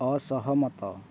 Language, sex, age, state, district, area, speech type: Odia, male, 18-30, Odisha, Balangir, urban, read